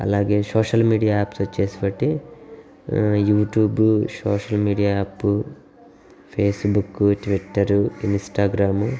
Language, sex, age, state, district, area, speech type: Telugu, male, 30-45, Andhra Pradesh, Guntur, rural, spontaneous